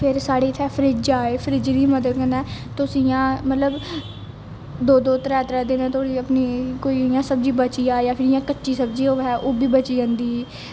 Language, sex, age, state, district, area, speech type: Dogri, female, 18-30, Jammu and Kashmir, Jammu, urban, spontaneous